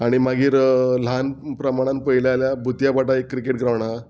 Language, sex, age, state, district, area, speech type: Goan Konkani, male, 45-60, Goa, Murmgao, rural, spontaneous